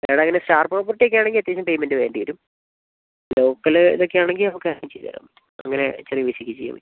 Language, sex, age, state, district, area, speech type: Malayalam, male, 60+, Kerala, Wayanad, rural, conversation